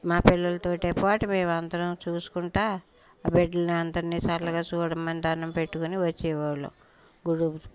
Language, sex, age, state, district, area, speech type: Telugu, female, 60+, Andhra Pradesh, Bapatla, urban, spontaneous